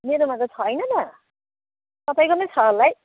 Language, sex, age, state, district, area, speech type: Nepali, female, 60+, West Bengal, Jalpaiguri, urban, conversation